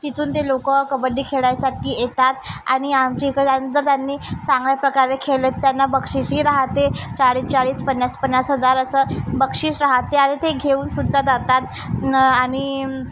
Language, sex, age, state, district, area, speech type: Marathi, female, 30-45, Maharashtra, Nagpur, urban, spontaneous